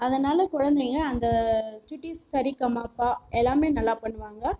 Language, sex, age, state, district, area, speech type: Tamil, female, 30-45, Tamil Nadu, Cuddalore, rural, spontaneous